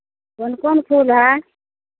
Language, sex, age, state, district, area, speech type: Hindi, female, 45-60, Bihar, Madhepura, rural, conversation